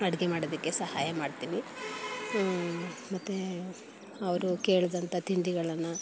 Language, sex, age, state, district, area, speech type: Kannada, female, 45-60, Karnataka, Mandya, rural, spontaneous